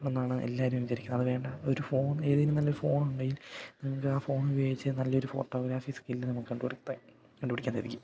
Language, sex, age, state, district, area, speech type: Malayalam, male, 18-30, Kerala, Idukki, rural, spontaneous